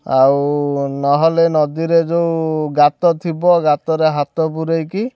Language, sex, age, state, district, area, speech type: Odia, male, 18-30, Odisha, Kendujhar, urban, spontaneous